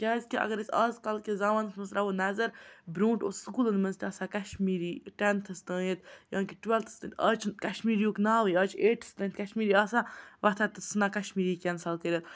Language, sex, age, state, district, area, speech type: Kashmiri, female, 30-45, Jammu and Kashmir, Baramulla, rural, spontaneous